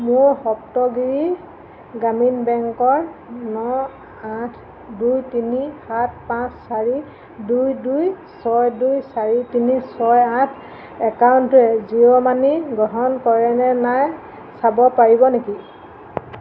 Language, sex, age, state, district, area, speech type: Assamese, female, 45-60, Assam, Golaghat, urban, read